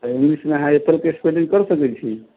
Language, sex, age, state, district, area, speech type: Maithili, male, 30-45, Bihar, Sitamarhi, rural, conversation